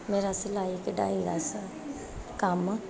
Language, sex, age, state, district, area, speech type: Punjabi, female, 30-45, Punjab, Gurdaspur, urban, spontaneous